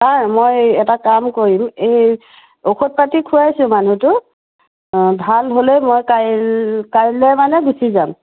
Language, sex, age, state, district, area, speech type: Assamese, female, 30-45, Assam, Biswanath, rural, conversation